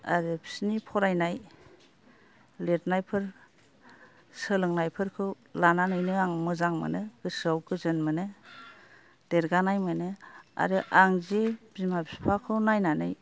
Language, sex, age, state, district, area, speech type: Bodo, female, 60+, Assam, Kokrajhar, rural, spontaneous